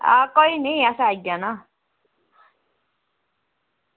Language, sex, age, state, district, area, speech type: Dogri, female, 18-30, Jammu and Kashmir, Udhampur, rural, conversation